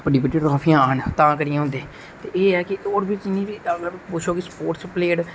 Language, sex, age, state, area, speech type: Dogri, male, 18-30, Jammu and Kashmir, rural, spontaneous